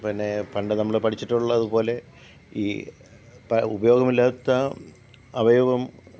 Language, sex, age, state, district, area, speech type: Malayalam, male, 45-60, Kerala, Kollam, rural, spontaneous